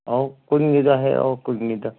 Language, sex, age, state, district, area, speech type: Manipuri, male, 60+, Manipur, Kangpokpi, urban, conversation